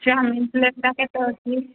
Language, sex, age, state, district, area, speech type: Odia, female, 45-60, Odisha, Angul, rural, conversation